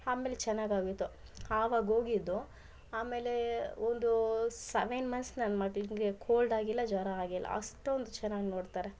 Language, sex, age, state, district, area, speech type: Kannada, female, 18-30, Karnataka, Bangalore Rural, rural, spontaneous